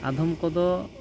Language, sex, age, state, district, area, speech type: Santali, male, 45-60, Odisha, Mayurbhanj, rural, spontaneous